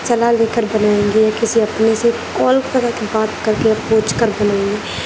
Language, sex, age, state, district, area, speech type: Urdu, female, 18-30, Uttar Pradesh, Gautam Buddha Nagar, rural, spontaneous